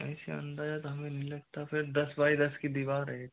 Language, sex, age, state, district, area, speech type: Hindi, male, 45-60, Rajasthan, Jodhpur, rural, conversation